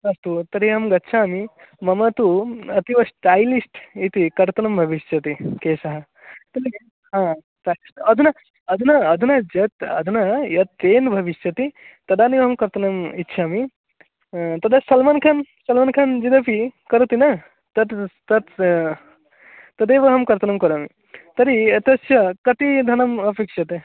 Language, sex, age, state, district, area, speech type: Sanskrit, male, 18-30, Odisha, Mayurbhanj, rural, conversation